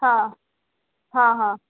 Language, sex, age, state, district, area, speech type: Marathi, female, 30-45, Maharashtra, Wardha, rural, conversation